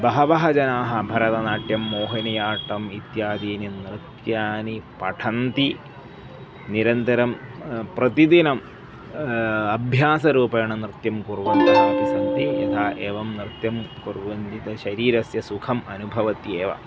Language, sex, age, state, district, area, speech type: Sanskrit, male, 30-45, Kerala, Kozhikode, urban, spontaneous